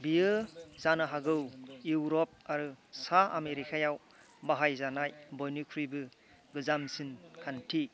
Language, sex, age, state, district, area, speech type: Bodo, male, 45-60, Assam, Kokrajhar, rural, read